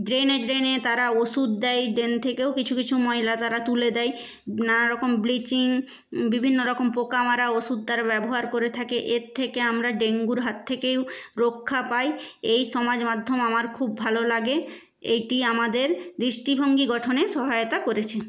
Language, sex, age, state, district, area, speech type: Bengali, female, 30-45, West Bengal, Nadia, rural, spontaneous